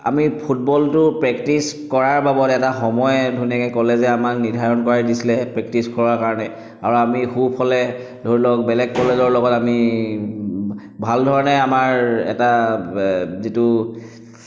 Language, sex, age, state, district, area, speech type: Assamese, male, 30-45, Assam, Chirang, urban, spontaneous